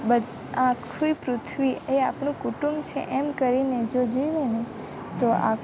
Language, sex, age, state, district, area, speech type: Gujarati, female, 18-30, Gujarat, Valsad, rural, spontaneous